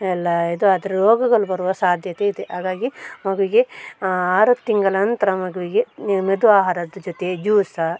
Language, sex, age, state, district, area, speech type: Kannada, female, 30-45, Karnataka, Dakshina Kannada, rural, spontaneous